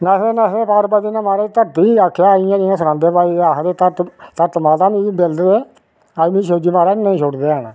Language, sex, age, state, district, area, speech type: Dogri, male, 60+, Jammu and Kashmir, Reasi, rural, spontaneous